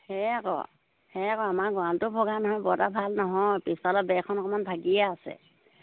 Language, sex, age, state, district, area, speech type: Assamese, female, 45-60, Assam, Sivasagar, rural, conversation